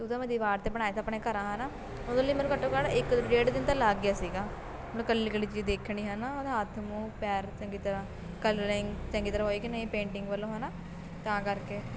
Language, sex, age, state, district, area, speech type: Punjabi, female, 18-30, Punjab, Shaheed Bhagat Singh Nagar, rural, spontaneous